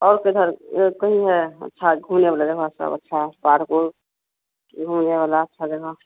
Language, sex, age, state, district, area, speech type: Hindi, female, 45-60, Bihar, Madhepura, rural, conversation